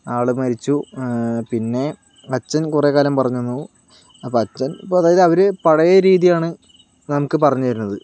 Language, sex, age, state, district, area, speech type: Malayalam, male, 30-45, Kerala, Palakkad, rural, spontaneous